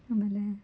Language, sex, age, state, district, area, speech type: Kannada, female, 18-30, Karnataka, Koppal, urban, spontaneous